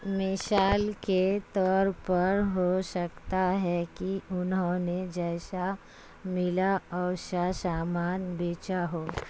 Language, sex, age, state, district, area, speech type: Urdu, female, 45-60, Bihar, Supaul, rural, read